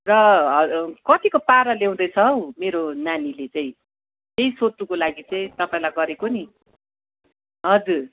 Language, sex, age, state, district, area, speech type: Nepali, female, 45-60, West Bengal, Darjeeling, rural, conversation